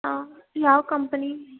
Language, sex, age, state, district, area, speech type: Kannada, female, 18-30, Karnataka, Belgaum, rural, conversation